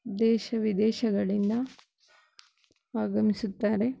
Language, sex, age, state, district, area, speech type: Kannada, female, 30-45, Karnataka, Bangalore Urban, rural, spontaneous